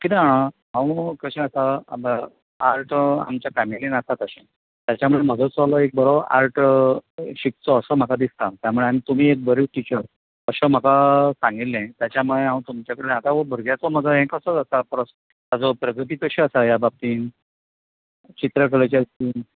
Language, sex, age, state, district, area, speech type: Goan Konkani, male, 45-60, Goa, Bardez, urban, conversation